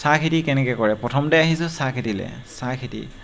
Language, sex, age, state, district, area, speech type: Assamese, male, 18-30, Assam, Tinsukia, urban, spontaneous